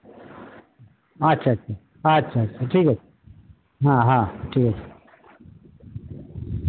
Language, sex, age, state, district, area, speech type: Bengali, male, 60+, West Bengal, Murshidabad, rural, conversation